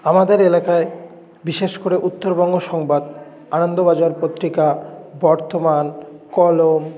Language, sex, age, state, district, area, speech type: Bengali, male, 18-30, West Bengal, Jalpaiguri, urban, spontaneous